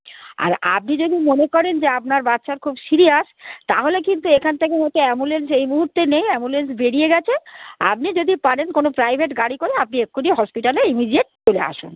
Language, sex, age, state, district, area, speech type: Bengali, female, 60+, West Bengal, North 24 Parganas, urban, conversation